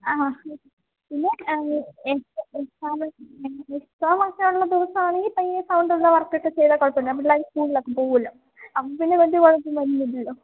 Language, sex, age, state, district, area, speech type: Malayalam, female, 18-30, Kerala, Idukki, rural, conversation